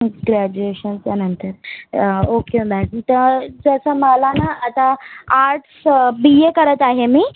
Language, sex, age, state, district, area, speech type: Marathi, female, 30-45, Maharashtra, Nagpur, urban, conversation